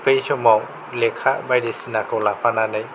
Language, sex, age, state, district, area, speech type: Bodo, male, 30-45, Assam, Kokrajhar, rural, spontaneous